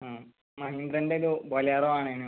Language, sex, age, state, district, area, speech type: Malayalam, male, 18-30, Kerala, Malappuram, rural, conversation